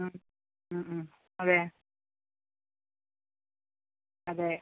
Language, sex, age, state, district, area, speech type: Malayalam, female, 45-60, Kerala, Kozhikode, urban, conversation